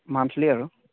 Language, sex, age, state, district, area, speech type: Assamese, male, 45-60, Assam, Darrang, rural, conversation